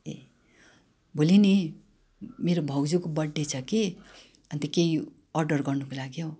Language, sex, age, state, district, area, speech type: Nepali, female, 60+, West Bengal, Darjeeling, rural, spontaneous